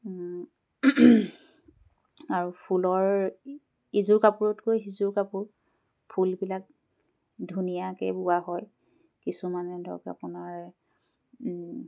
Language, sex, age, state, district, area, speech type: Assamese, female, 30-45, Assam, Charaideo, rural, spontaneous